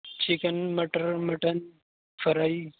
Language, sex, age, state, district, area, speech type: Urdu, male, 18-30, Uttar Pradesh, Saharanpur, urban, conversation